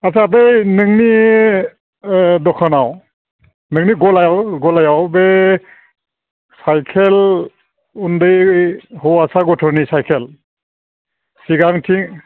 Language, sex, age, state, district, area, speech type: Bodo, male, 45-60, Assam, Baksa, urban, conversation